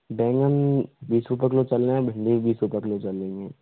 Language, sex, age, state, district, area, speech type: Hindi, male, 45-60, Rajasthan, Karauli, rural, conversation